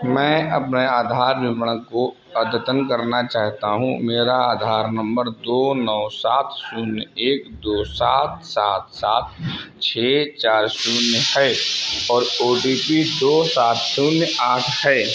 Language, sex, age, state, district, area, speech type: Hindi, male, 45-60, Uttar Pradesh, Sitapur, rural, read